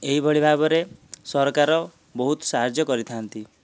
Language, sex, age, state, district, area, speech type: Odia, male, 30-45, Odisha, Dhenkanal, rural, spontaneous